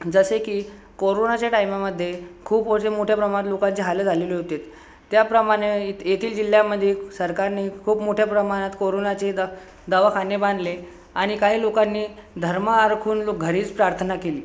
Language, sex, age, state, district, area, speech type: Marathi, male, 18-30, Maharashtra, Buldhana, urban, spontaneous